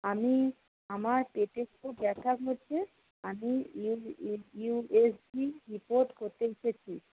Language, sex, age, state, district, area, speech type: Bengali, female, 45-60, West Bengal, Birbhum, urban, conversation